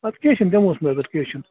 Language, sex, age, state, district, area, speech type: Kashmiri, male, 30-45, Jammu and Kashmir, Bandipora, rural, conversation